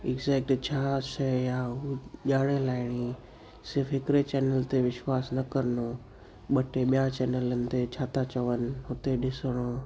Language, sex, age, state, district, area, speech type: Sindhi, male, 18-30, Gujarat, Kutch, rural, spontaneous